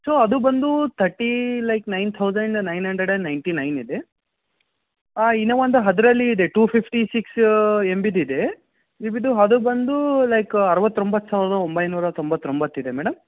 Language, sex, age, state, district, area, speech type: Kannada, male, 18-30, Karnataka, Gulbarga, urban, conversation